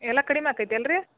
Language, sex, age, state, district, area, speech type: Kannada, female, 60+, Karnataka, Belgaum, rural, conversation